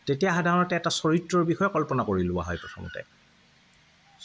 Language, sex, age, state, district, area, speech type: Assamese, male, 45-60, Assam, Kamrup Metropolitan, urban, spontaneous